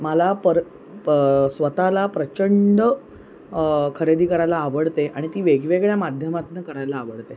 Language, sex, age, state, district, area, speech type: Marathi, female, 30-45, Maharashtra, Mumbai Suburban, urban, spontaneous